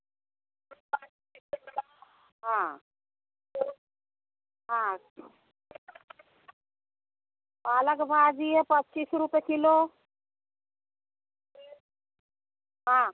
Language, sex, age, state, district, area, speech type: Hindi, female, 45-60, Madhya Pradesh, Seoni, urban, conversation